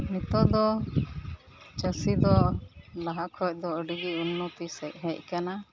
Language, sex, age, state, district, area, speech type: Santali, female, 45-60, West Bengal, Uttar Dinajpur, rural, spontaneous